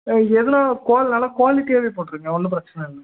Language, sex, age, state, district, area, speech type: Tamil, male, 18-30, Tamil Nadu, Tirunelveli, rural, conversation